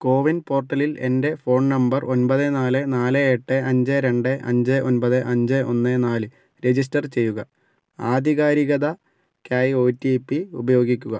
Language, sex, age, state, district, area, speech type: Malayalam, male, 30-45, Kerala, Kozhikode, urban, read